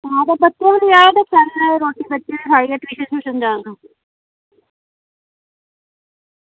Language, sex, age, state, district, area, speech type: Dogri, female, 45-60, Jammu and Kashmir, Samba, rural, conversation